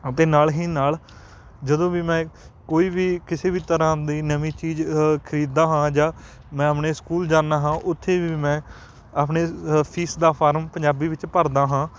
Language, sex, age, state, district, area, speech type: Punjabi, male, 18-30, Punjab, Patiala, rural, spontaneous